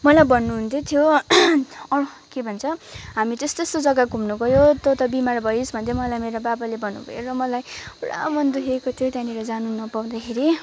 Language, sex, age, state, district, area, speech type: Nepali, female, 18-30, West Bengal, Kalimpong, rural, spontaneous